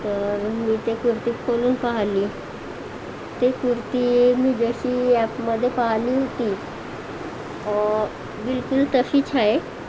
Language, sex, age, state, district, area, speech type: Marathi, female, 30-45, Maharashtra, Nagpur, urban, spontaneous